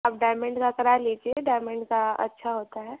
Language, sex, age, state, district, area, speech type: Hindi, female, 18-30, Uttar Pradesh, Sonbhadra, rural, conversation